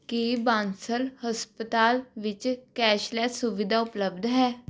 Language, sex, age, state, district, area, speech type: Punjabi, female, 18-30, Punjab, Rupnagar, urban, read